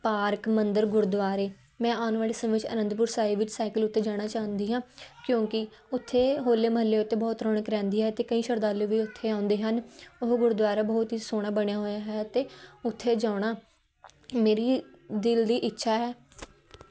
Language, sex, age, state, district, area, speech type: Punjabi, female, 18-30, Punjab, Patiala, urban, spontaneous